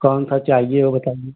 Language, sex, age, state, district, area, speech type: Hindi, male, 30-45, Uttar Pradesh, Ghazipur, rural, conversation